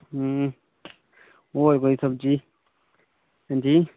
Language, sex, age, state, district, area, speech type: Dogri, male, 18-30, Jammu and Kashmir, Udhampur, rural, conversation